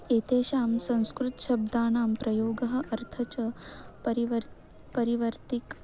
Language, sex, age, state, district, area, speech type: Sanskrit, female, 18-30, Maharashtra, Wardha, urban, spontaneous